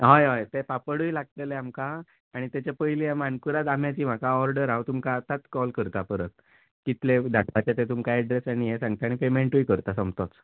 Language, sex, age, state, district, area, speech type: Goan Konkani, male, 30-45, Goa, Bardez, rural, conversation